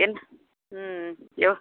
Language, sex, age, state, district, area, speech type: Tamil, female, 60+, Tamil Nadu, Kallakurichi, urban, conversation